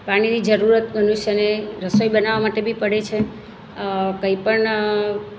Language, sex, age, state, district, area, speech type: Gujarati, female, 45-60, Gujarat, Surat, rural, spontaneous